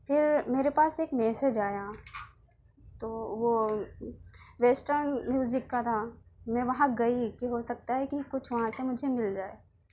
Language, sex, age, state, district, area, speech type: Urdu, female, 18-30, Delhi, South Delhi, urban, spontaneous